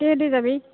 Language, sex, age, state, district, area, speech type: Assamese, female, 45-60, Assam, Goalpara, urban, conversation